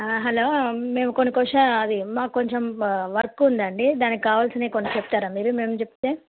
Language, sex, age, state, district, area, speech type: Telugu, female, 30-45, Telangana, Karimnagar, rural, conversation